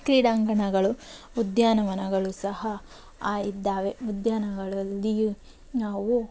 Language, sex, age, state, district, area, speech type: Kannada, female, 30-45, Karnataka, Tumkur, rural, spontaneous